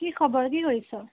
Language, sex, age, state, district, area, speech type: Assamese, female, 18-30, Assam, Sivasagar, rural, conversation